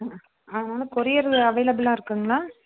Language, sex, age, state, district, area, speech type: Tamil, female, 30-45, Tamil Nadu, Nilgiris, urban, conversation